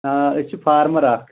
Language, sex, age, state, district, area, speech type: Kashmiri, male, 45-60, Jammu and Kashmir, Anantnag, rural, conversation